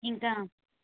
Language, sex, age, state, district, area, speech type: Telugu, female, 18-30, Telangana, Suryapet, urban, conversation